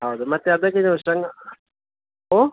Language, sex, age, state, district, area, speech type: Kannada, male, 45-60, Karnataka, Udupi, rural, conversation